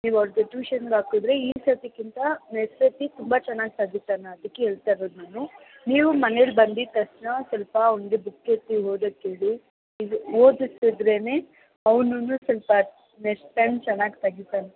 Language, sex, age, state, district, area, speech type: Kannada, female, 18-30, Karnataka, Bangalore Urban, urban, conversation